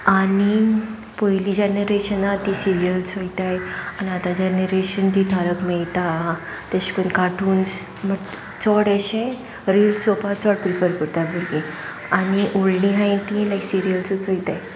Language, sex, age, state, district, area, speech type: Goan Konkani, female, 18-30, Goa, Sanguem, rural, spontaneous